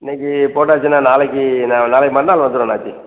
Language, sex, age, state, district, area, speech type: Tamil, male, 60+, Tamil Nadu, Theni, rural, conversation